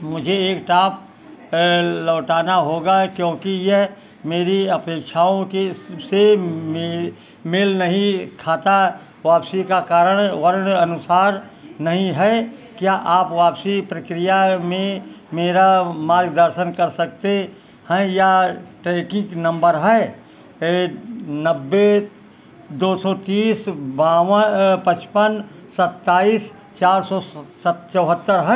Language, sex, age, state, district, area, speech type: Hindi, male, 60+, Uttar Pradesh, Ayodhya, rural, read